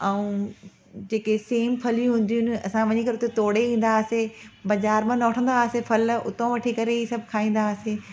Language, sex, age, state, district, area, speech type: Sindhi, female, 30-45, Delhi, South Delhi, urban, spontaneous